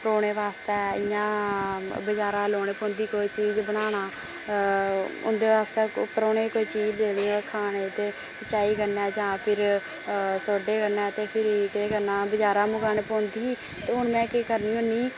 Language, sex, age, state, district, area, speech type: Dogri, female, 18-30, Jammu and Kashmir, Samba, rural, spontaneous